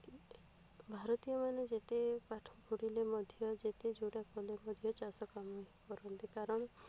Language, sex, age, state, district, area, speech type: Odia, female, 30-45, Odisha, Rayagada, rural, spontaneous